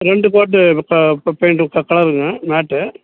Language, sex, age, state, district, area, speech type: Tamil, male, 60+, Tamil Nadu, Salem, urban, conversation